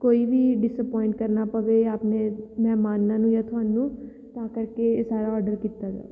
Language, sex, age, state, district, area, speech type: Punjabi, female, 18-30, Punjab, Fatehgarh Sahib, urban, spontaneous